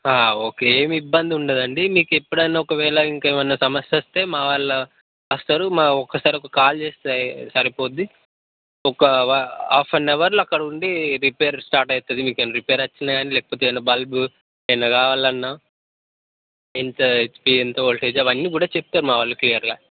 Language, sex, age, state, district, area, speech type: Telugu, male, 18-30, Telangana, Peddapalli, rural, conversation